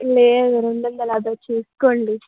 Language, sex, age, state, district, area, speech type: Telugu, female, 18-30, Telangana, Ranga Reddy, rural, conversation